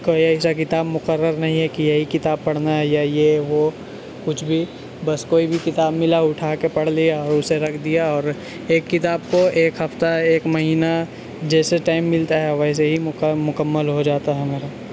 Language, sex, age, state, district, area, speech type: Urdu, male, 30-45, Uttar Pradesh, Gautam Buddha Nagar, urban, spontaneous